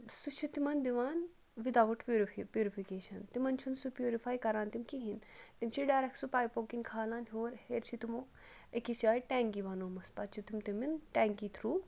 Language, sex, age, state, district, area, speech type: Kashmiri, female, 30-45, Jammu and Kashmir, Ganderbal, rural, spontaneous